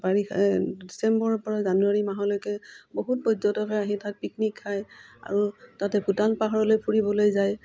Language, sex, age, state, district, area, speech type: Assamese, female, 45-60, Assam, Udalguri, rural, spontaneous